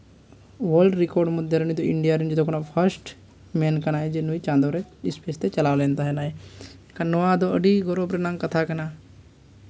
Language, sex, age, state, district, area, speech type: Santali, male, 30-45, Jharkhand, East Singhbhum, rural, spontaneous